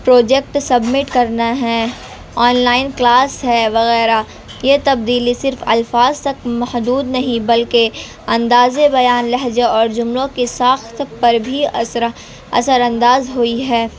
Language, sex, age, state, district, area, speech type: Urdu, female, 18-30, Bihar, Gaya, urban, spontaneous